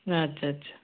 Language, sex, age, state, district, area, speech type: Bengali, male, 45-60, West Bengal, North 24 Parganas, rural, conversation